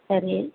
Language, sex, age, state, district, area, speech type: Tamil, female, 60+, Tamil Nadu, Perambalur, rural, conversation